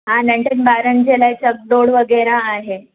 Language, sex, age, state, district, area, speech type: Sindhi, female, 18-30, Gujarat, Surat, urban, conversation